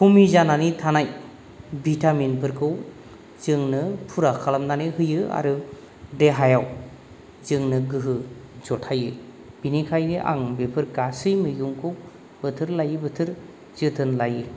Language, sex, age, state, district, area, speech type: Bodo, male, 45-60, Assam, Kokrajhar, rural, spontaneous